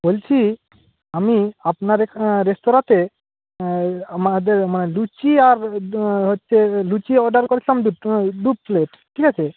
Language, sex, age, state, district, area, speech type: Bengali, male, 18-30, West Bengal, Purba Medinipur, rural, conversation